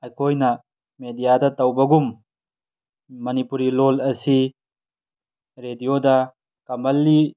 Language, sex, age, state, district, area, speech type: Manipuri, male, 18-30, Manipur, Tengnoupal, rural, spontaneous